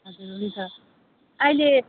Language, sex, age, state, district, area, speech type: Nepali, female, 30-45, West Bengal, Darjeeling, rural, conversation